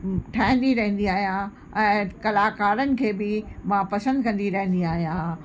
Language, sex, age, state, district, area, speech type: Sindhi, female, 60+, Uttar Pradesh, Lucknow, rural, spontaneous